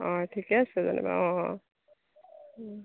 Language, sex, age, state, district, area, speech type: Assamese, female, 45-60, Assam, Morigaon, rural, conversation